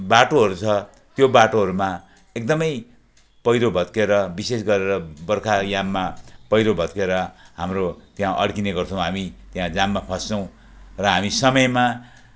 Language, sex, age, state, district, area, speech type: Nepali, male, 60+, West Bengal, Jalpaiguri, rural, spontaneous